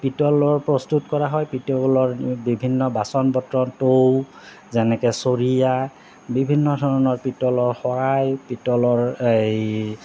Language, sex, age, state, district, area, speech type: Assamese, male, 30-45, Assam, Goalpara, urban, spontaneous